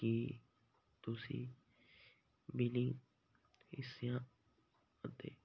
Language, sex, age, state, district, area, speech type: Punjabi, male, 18-30, Punjab, Muktsar, urban, read